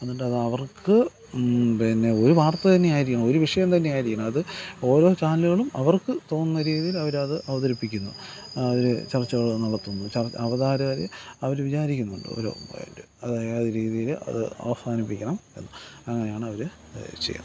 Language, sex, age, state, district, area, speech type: Malayalam, male, 45-60, Kerala, Thiruvananthapuram, rural, spontaneous